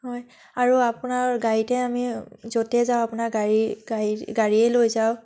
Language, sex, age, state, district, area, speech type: Assamese, female, 18-30, Assam, Biswanath, rural, spontaneous